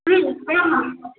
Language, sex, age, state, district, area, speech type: Tamil, female, 18-30, Tamil Nadu, Tiruvarur, urban, conversation